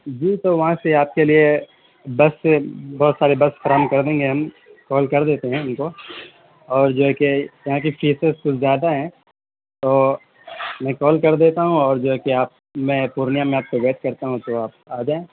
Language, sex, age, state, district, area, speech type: Urdu, male, 18-30, Bihar, Purnia, rural, conversation